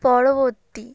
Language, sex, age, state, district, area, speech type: Bengali, female, 18-30, West Bengal, South 24 Parganas, rural, read